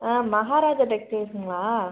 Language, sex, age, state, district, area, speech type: Tamil, female, 18-30, Tamil Nadu, Pudukkottai, rural, conversation